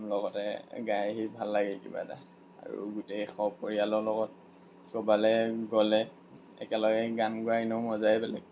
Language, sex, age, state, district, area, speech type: Assamese, male, 18-30, Assam, Lakhimpur, rural, spontaneous